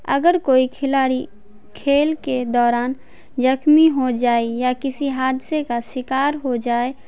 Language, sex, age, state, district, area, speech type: Urdu, female, 18-30, Bihar, Madhubani, urban, spontaneous